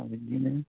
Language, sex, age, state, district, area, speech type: Bodo, male, 45-60, Assam, Udalguri, rural, conversation